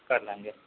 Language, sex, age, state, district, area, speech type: Urdu, male, 18-30, Bihar, Purnia, rural, conversation